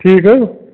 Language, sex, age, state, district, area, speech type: Kashmiri, male, 30-45, Jammu and Kashmir, Bandipora, rural, conversation